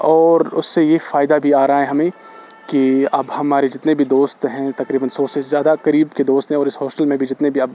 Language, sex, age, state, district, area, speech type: Urdu, male, 18-30, Jammu and Kashmir, Srinagar, rural, spontaneous